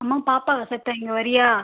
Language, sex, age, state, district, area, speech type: Tamil, female, 18-30, Tamil Nadu, Ariyalur, rural, conversation